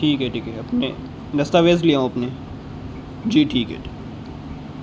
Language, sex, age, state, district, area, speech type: Urdu, male, 18-30, Uttar Pradesh, Rampur, urban, spontaneous